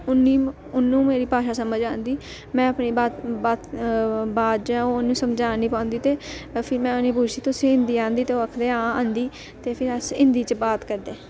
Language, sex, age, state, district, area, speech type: Dogri, female, 18-30, Jammu and Kashmir, Udhampur, rural, spontaneous